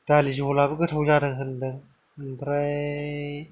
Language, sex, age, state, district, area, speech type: Bodo, male, 30-45, Assam, Kokrajhar, rural, spontaneous